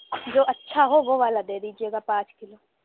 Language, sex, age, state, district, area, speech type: Urdu, female, 18-30, Uttar Pradesh, Shahjahanpur, urban, conversation